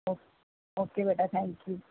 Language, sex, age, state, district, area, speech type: Punjabi, female, 18-30, Punjab, Pathankot, rural, conversation